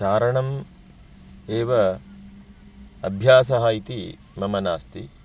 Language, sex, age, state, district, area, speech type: Sanskrit, male, 30-45, Karnataka, Dakshina Kannada, rural, spontaneous